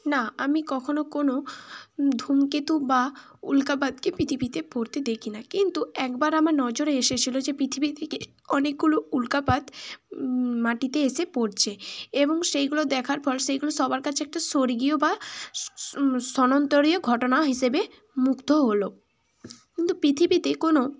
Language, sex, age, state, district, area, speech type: Bengali, female, 18-30, West Bengal, Bankura, urban, spontaneous